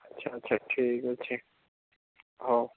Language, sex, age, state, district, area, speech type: Odia, male, 45-60, Odisha, Bhadrak, rural, conversation